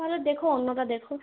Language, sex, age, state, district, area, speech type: Bengali, female, 18-30, West Bengal, Malda, urban, conversation